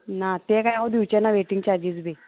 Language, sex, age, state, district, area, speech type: Goan Konkani, female, 45-60, Goa, Murmgao, rural, conversation